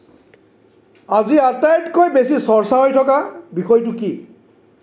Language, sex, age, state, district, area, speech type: Assamese, male, 45-60, Assam, Sonitpur, urban, read